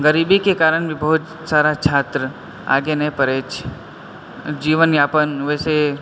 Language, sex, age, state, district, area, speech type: Maithili, male, 18-30, Bihar, Supaul, rural, spontaneous